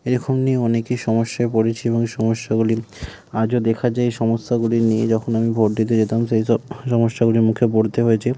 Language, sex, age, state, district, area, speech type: Bengali, male, 30-45, West Bengal, Hooghly, urban, spontaneous